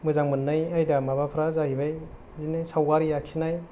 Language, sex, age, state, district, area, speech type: Bodo, male, 18-30, Assam, Kokrajhar, rural, spontaneous